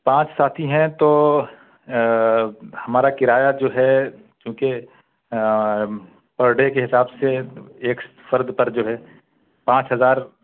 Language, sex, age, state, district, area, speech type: Urdu, male, 30-45, Bihar, Purnia, rural, conversation